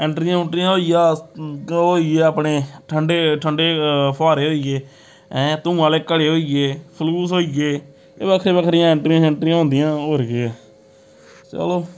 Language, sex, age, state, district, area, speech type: Dogri, male, 18-30, Jammu and Kashmir, Samba, rural, spontaneous